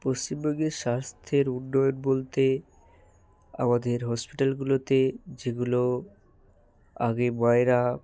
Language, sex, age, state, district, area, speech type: Bengali, male, 18-30, West Bengal, Hooghly, urban, spontaneous